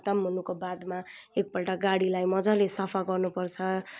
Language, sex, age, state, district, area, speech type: Nepali, female, 30-45, West Bengal, Kalimpong, rural, spontaneous